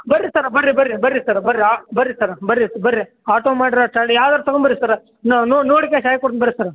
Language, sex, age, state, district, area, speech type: Kannada, male, 18-30, Karnataka, Bellary, urban, conversation